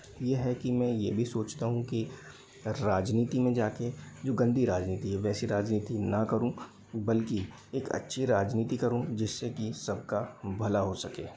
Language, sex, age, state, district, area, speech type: Hindi, male, 30-45, Madhya Pradesh, Bhopal, urban, spontaneous